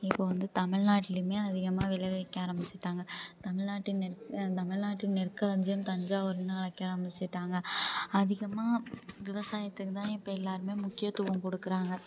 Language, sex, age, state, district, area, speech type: Tamil, female, 30-45, Tamil Nadu, Thanjavur, urban, spontaneous